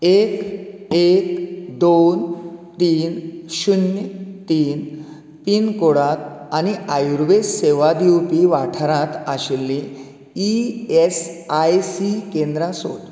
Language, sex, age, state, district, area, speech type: Goan Konkani, male, 45-60, Goa, Canacona, rural, read